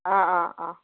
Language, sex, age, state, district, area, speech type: Assamese, female, 60+, Assam, Udalguri, rural, conversation